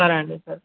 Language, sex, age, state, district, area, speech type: Telugu, male, 18-30, Telangana, Sangareddy, urban, conversation